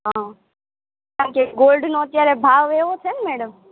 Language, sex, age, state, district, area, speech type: Gujarati, female, 30-45, Gujarat, Morbi, rural, conversation